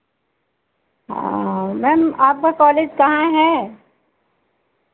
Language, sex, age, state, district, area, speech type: Hindi, female, 45-60, Uttar Pradesh, Ayodhya, rural, conversation